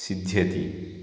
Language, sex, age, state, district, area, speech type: Sanskrit, male, 30-45, Karnataka, Shimoga, rural, spontaneous